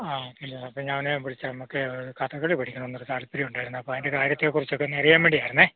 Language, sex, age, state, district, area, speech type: Malayalam, male, 45-60, Kerala, Idukki, rural, conversation